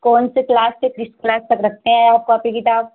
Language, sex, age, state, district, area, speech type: Hindi, female, 18-30, Uttar Pradesh, Pratapgarh, rural, conversation